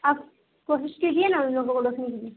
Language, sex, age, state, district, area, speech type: Urdu, female, 30-45, Bihar, Darbhanga, rural, conversation